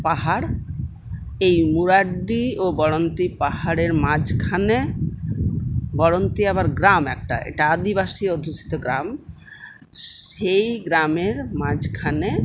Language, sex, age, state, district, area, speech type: Bengali, female, 60+, West Bengal, Purulia, rural, spontaneous